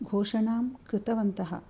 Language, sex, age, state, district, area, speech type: Sanskrit, female, 60+, Karnataka, Dakshina Kannada, urban, spontaneous